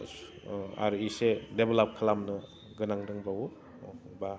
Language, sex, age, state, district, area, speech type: Bodo, male, 30-45, Assam, Udalguri, urban, spontaneous